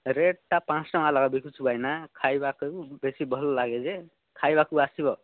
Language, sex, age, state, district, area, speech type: Odia, male, 30-45, Odisha, Nabarangpur, urban, conversation